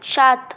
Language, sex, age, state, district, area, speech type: Bengali, female, 30-45, West Bengal, Purulia, urban, read